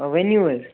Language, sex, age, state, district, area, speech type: Kashmiri, male, 18-30, Jammu and Kashmir, Baramulla, rural, conversation